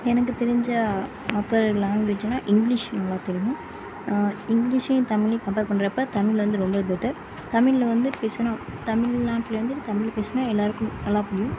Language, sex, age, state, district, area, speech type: Tamil, female, 18-30, Tamil Nadu, Sivaganga, rural, spontaneous